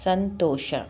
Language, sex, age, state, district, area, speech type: Kannada, female, 30-45, Karnataka, Chamarajanagar, rural, read